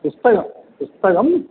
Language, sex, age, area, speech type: Sanskrit, male, 60+, urban, conversation